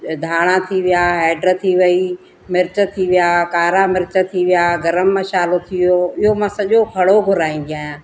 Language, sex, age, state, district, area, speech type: Sindhi, female, 45-60, Madhya Pradesh, Katni, urban, spontaneous